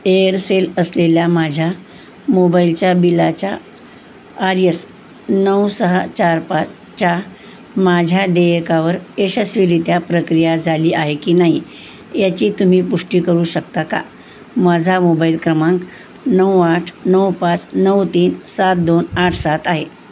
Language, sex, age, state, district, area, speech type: Marathi, female, 60+, Maharashtra, Osmanabad, rural, read